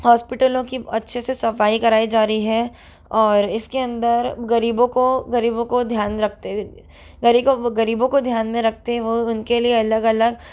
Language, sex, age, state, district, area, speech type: Hindi, female, 18-30, Rajasthan, Jodhpur, urban, spontaneous